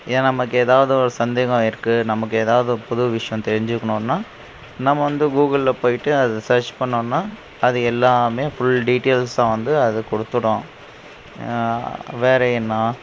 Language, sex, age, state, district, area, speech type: Tamil, male, 30-45, Tamil Nadu, Krishnagiri, rural, spontaneous